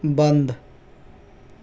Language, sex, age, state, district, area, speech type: Hindi, male, 18-30, Madhya Pradesh, Bhopal, urban, read